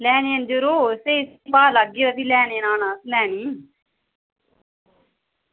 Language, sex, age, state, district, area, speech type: Dogri, female, 30-45, Jammu and Kashmir, Udhampur, rural, conversation